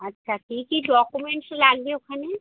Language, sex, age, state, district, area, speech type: Bengali, female, 45-60, West Bengal, North 24 Parganas, urban, conversation